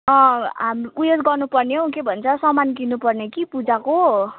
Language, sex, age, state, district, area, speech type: Nepali, female, 18-30, West Bengal, Jalpaiguri, urban, conversation